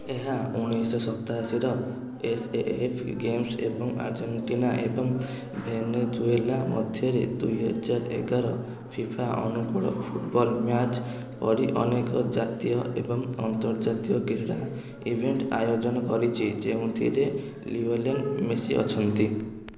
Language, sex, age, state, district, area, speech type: Odia, male, 18-30, Odisha, Puri, urban, read